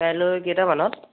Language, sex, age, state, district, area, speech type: Assamese, male, 18-30, Assam, Sonitpur, urban, conversation